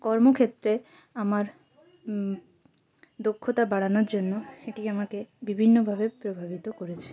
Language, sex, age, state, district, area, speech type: Bengali, female, 18-30, West Bengal, Jalpaiguri, rural, spontaneous